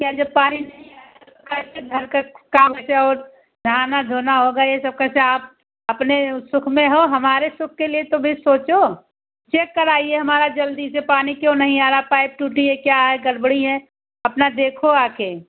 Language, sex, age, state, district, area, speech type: Hindi, female, 60+, Uttar Pradesh, Ayodhya, rural, conversation